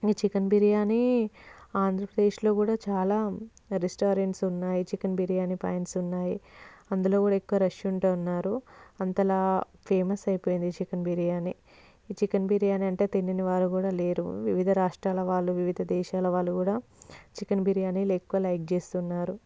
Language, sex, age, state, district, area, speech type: Telugu, female, 18-30, Andhra Pradesh, Visakhapatnam, urban, spontaneous